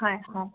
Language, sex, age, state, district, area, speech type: Assamese, female, 18-30, Assam, Goalpara, urban, conversation